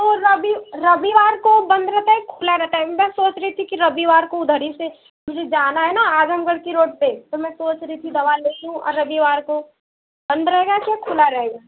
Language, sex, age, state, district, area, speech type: Hindi, female, 18-30, Uttar Pradesh, Mau, rural, conversation